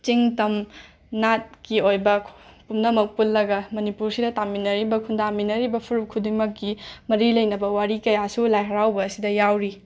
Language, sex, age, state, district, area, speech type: Manipuri, female, 45-60, Manipur, Imphal West, urban, spontaneous